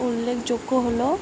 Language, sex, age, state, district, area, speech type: Bengali, female, 18-30, West Bengal, Alipurduar, rural, spontaneous